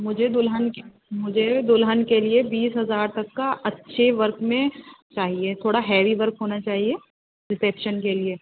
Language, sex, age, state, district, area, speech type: Urdu, female, 30-45, Uttar Pradesh, Rampur, urban, conversation